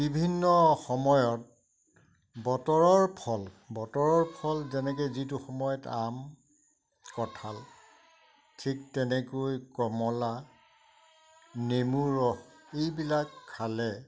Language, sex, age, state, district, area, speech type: Assamese, male, 60+, Assam, Majuli, rural, spontaneous